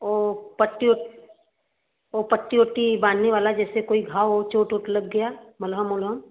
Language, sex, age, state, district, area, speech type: Hindi, female, 30-45, Uttar Pradesh, Varanasi, urban, conversation